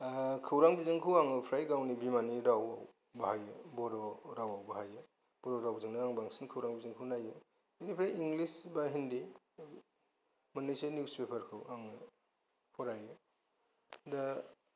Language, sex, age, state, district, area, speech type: Bodo, male, 30-45, Assam, Kokrajhar, rural, spontaneous